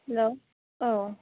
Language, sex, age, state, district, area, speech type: Bodo, female, 18-30, Assam, Chirang, rural, conversation